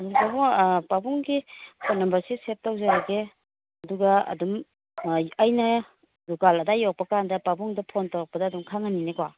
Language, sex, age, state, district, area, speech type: Manipuri, female, 60+, Manipur, Imphal East, rural, conversation